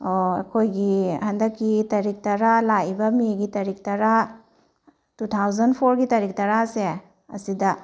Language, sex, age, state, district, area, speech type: Manipuri, female, 45-60, Manipur, Tengnoupal, rural, spontaneous